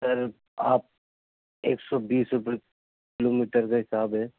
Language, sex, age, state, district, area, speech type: Urdu, male, 60+, Uttar Pradesh, Gautam Buddha Nagar, urban, conversation